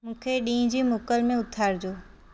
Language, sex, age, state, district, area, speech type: Sindhi, female, 30-45, Gujarat, Surat, urban, read